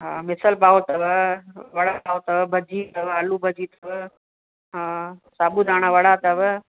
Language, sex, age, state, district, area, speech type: Sindhi, female, 45-60, Maharashtra, Thane, urban, conversation